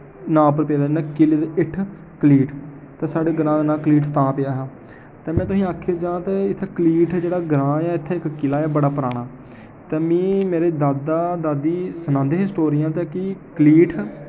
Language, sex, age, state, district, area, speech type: Dogri, male, 18-30, Jammu and Kashmir, Jammu, urban, spontaneous